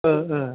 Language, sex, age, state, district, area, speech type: Bodo, male, 45-60, Assam, Chirang, urban, conversation